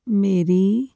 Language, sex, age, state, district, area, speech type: Punjabi, female, 30-45, Punjab, Fazilka, rural, read